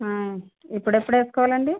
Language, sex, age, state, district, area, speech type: Telugu, female, 60+, Andhra Pradesh, West Godavari, rural, conversation